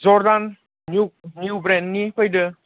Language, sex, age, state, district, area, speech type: Bodo, male, 30-45, Assam, Baksa, urban, conversation